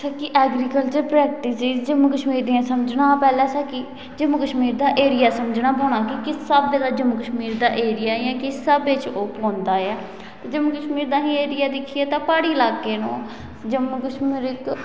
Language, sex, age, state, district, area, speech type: Dogri, female, 18-30, Jammu and Kashmir, Kathua, rural, spontaneous